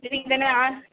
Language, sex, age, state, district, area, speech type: Tamil, female, 18-30, Tamil Nadu, Thoothukudi, rural, conversation